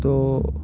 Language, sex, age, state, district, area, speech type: Bengali, male, 18-30, West Bengal, Murshidabad, urban, spontaneous